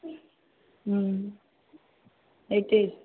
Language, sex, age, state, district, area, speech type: Assamese, female, 30-45, Assam, Nalbari, rural, conversation